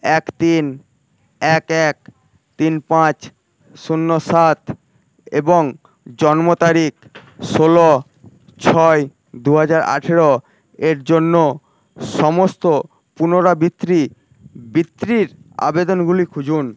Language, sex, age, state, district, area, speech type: Bengali, male, 18-30, West Bengal, Paschim Medinipur, urban, read